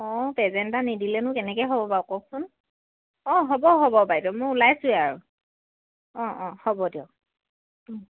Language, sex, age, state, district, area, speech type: Assamese, female, 30-45, Assam, Dhemaji, urban, conversation